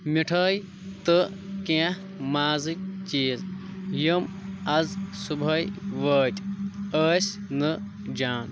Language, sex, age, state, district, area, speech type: Kashmiri, male, 18-30, Jammu and Kashmir, Kulgam, rural, read